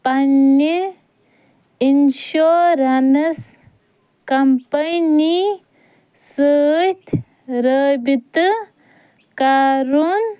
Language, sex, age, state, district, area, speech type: Kashmiri, female, 30-45, Jammu and Kashmir, Ganderbal, rural, read